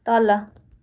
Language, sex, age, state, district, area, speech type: Nepali, female, 18-30, West Bengal, Darjeeling, rural, read